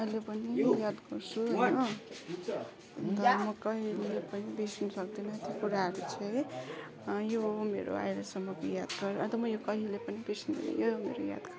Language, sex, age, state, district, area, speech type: Nepali, female, 18-30, West Bengal, Kalimpong, rural, spontaneous